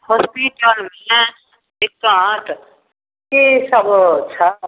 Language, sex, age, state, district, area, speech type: Maithili, female, 60+, Bihar, Samastipur, rural, conversation